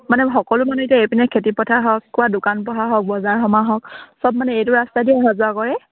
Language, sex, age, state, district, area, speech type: Assamese, female, 18-30, Assam, Sivasagar, rural, conversation